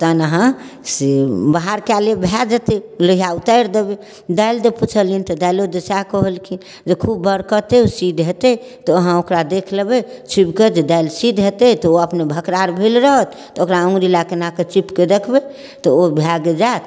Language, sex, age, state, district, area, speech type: Maithili, female, 60+, Bihar, Darbhanga, urban, spontaneous